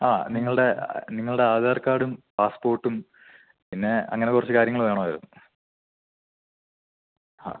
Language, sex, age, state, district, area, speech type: Malayalam, male, 18-30, Kerala, Idukki, rural, conversation